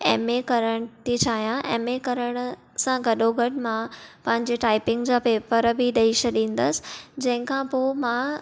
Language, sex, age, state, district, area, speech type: Sindhi, female, 18-30, Maharashtra, Thane, urban, spontaneous